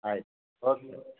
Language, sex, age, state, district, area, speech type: Kannada, male, 45-60, Karnataka, Gulbarga, urban, conversation